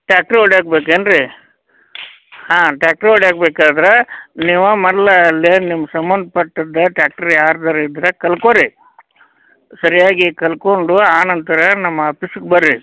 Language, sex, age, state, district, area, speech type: Kannada, male, 45-60, Karnataka, Belgaum, rural, conversation